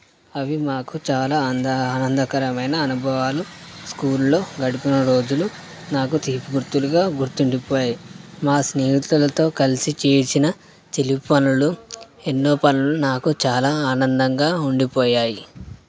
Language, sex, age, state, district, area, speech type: Telugu, male, 18-30, Telangana, Karimnagar, rural, spontaneous